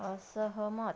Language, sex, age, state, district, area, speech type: Marathi, female, 45-60, Maharashtra, Washim, rural, read